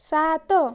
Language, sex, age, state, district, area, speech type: Odia, female, 18-30, Odisha, Balasore, rural, read